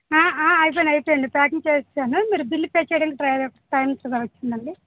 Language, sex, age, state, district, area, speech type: Telugu, female, 30-45, Andhra Pradesh, Visakhapatnam, urban, conversation